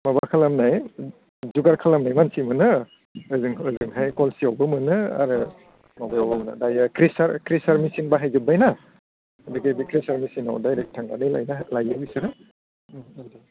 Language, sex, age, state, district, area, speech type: Bodo, male, 45-60, Assam, Udalguri, urban, conversation